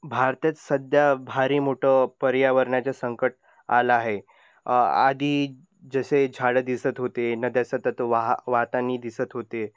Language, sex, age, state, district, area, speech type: Marathi, male, 18-30, Maharashtra, Nagpur, rural, spontaneous